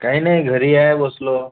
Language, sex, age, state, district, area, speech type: Marathi, male, 18-30, Maharashtra, Wardha, urban, conversation